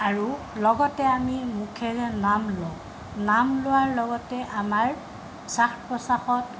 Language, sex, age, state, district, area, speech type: Assamese, female, 60+, Assam, Tinsukia, rural, spontaneous